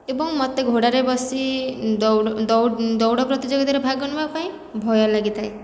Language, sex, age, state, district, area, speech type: Odia, female, 18-30, Odisha, Khordha, rural, spontaneous